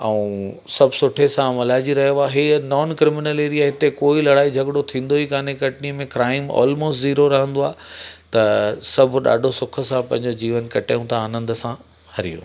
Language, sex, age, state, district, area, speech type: Sindhi, male, 45-60, Madhya Pradesh, Katni, rural, spontaneous